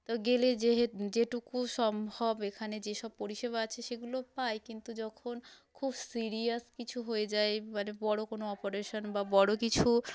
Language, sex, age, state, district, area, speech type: Bengali, female, 18-30, West Bengal, South 24 Parganas, rural, spontaneous